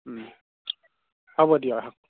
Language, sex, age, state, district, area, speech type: Assamese, male, 30-45, Assam, Dhemaji, rural, conversation